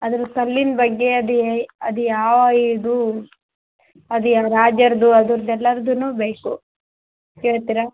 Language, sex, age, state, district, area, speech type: Kannada, female, 18-30, Karnataka, Vijayanagara, rural, conversation